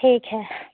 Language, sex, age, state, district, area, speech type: Hindi, female, 45-60, Bihar, Muzaffarpur, urban, conversation